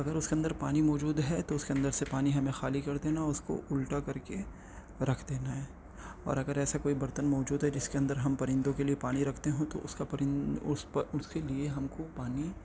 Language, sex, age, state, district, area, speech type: Urdu, male, 18-30, Delhi, North East Delhi, urban, spontaneous